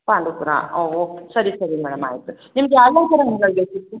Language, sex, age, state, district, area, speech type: Kannada, female, 30-45, Karnataka, Mandya, rural, conversation